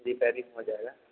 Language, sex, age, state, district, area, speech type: Hindi, male, 30-45, Bihar, Vaishali, rural, conversation